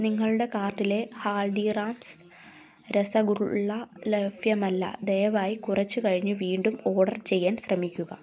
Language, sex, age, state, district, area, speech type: Malayalam, female, 18-30, Kerala, Idukki, rural, read